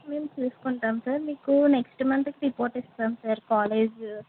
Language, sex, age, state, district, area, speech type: Telugu, female, 18-30, Andhra Pradesh, East Godavari, rural, conversation